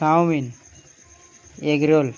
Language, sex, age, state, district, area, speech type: Bengali, male, 18-30, West Bengal, Birbhum, urban, spontaneous